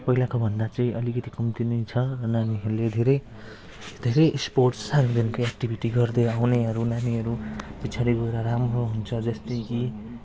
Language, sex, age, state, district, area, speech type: Nepali, male, 30-45, West Bengal, Jalpaiguri, rural, spontaneous